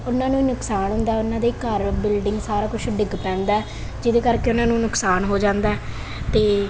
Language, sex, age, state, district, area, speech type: Punjabi, female, 18-30, Punjab, Mansa, urban, spontaneous